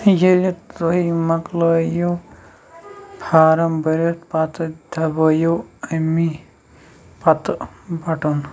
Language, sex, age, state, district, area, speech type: Kashmiri, male, 18-30, Jammu and Kashmir, Shopian, urban, read